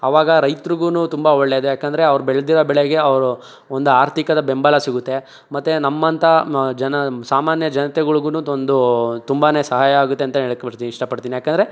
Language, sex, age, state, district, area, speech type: Kannada, male, 60+, Karnataka, Tumkur, rural, spontaneous